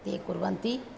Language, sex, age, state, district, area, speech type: Sanskrit, female, 60+, Tamil Nadu, Chennai, urban, spontaneous